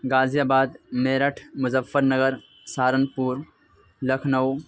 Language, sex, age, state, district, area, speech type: Urdu, male, 18-30, Uttar Pradesh, Ghaziabad, urban, spontaneous